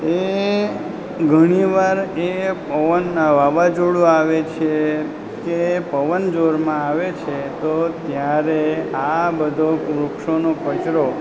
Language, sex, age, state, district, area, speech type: Gujarati, male, 30-45, Gujarat, Valsad, rural, spontaneous